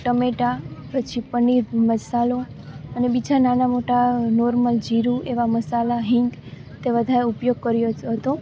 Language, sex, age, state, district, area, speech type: Gujarati, female, 18-30, Gujarat, Junagadh, rural, spontaneous